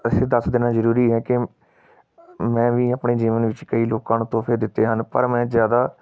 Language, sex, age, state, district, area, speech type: Punjabi, male, 30-45, Punjab, Tarn Taran, urban, spontaneous